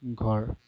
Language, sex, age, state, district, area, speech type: Assamese, male, 18-30, Assam, Nalbari, rural, read